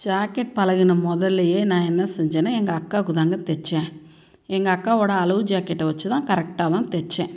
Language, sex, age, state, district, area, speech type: Tamil, female, 60+, Tamil Nadu, Tiruchirappalli, rural, spontaneous